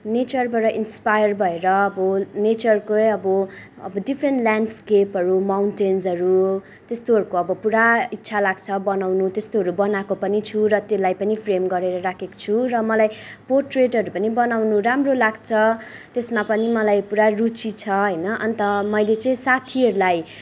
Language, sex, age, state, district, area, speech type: Nepali, female, 18-30, West Bengal, Kalimpong, rural, spontaneous